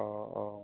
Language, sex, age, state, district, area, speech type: Assamese, male, 30-45, Assam, Majuli, urban, conversation